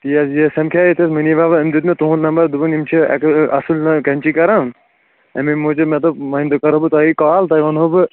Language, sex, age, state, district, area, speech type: Kashmiri, male, 30-45, Jammu and Kashmir, Kulgam, rural, conversation